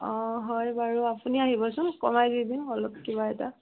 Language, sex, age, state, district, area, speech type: Assamese, female, 30-45, Assam, Morigaon, rural, conversation